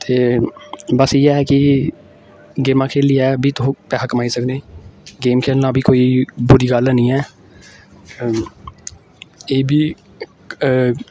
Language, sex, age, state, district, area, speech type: Dogri, male, 18-30, Jammu and Kashmir, Samba, urban, spontaneous